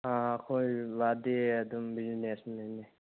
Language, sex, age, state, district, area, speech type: Manipuri, male, 30-45, Manipur, Imphal West, rural, conversation